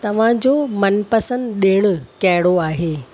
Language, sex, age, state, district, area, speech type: Sindhi, female, 45-60, Maharashtra, Thane, urban, spontaneous